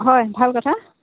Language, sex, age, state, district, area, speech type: Assamese, female, 45-60, Assam, Dibrugarh, rural, conversation